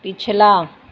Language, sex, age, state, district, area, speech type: Punjabi, female, 45-60, Punjab, Rupnagar, rural, read